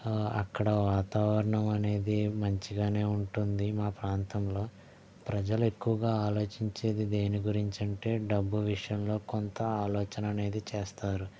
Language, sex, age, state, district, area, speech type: Telugu, male, 18-30, Andhra Pradesh, East Godavari, rural, spontaneous